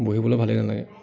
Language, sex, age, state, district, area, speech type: Assamese, male, 18-30, Assam, Kamrup Metropolitan, urban, spontaneous